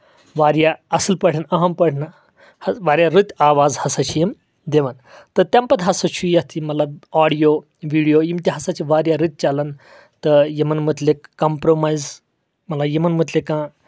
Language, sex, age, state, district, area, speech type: Kashmiri, male, 30-45, Jammu and Kashmir, Kulgam, rural, spontaneous